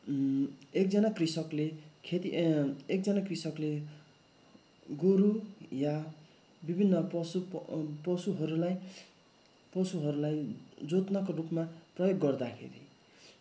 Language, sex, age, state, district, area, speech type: Nepali, male, 18-30, West Bengal, Darjeeling, rural, spontaneous